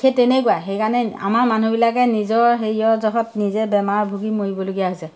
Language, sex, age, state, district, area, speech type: Assamese, female, 60+, Assam, Majuli, urban, spontaneous